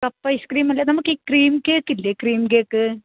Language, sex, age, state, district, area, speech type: Malayalam, female, 60+, Kerala, Idukki, rural, conversation